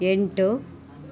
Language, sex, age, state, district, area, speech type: Kannada, female, 45-60, Karnataka, Bangalore Urban, urban, read